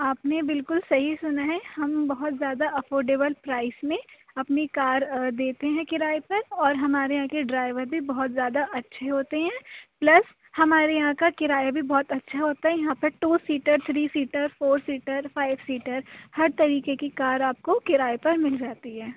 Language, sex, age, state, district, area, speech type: Urdu, female, 30-45, Uttar Pradesh, Aligarh, urban, conversation